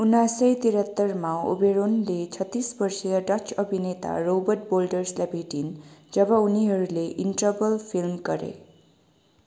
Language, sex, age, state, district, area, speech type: Nepali, female, 18-30, West Bengal, Darjeeling, rural, read